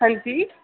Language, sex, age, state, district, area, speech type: Dogri, female, 18-30, Jammu and Kashmir, Udhampur, rural, conversation